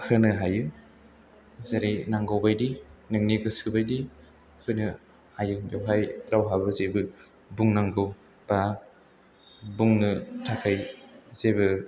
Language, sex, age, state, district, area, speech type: Bodo, male, 18-30, Assam, Chirang, urban, spontaneous